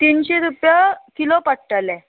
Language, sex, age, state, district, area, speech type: Goan Konkani, female, 18-30, Goa, Murmgao, rural, conversation